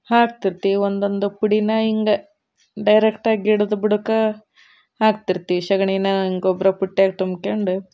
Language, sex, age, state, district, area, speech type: Kannada, female, 30-45, Karnataka, Koppal, urban, spontaneous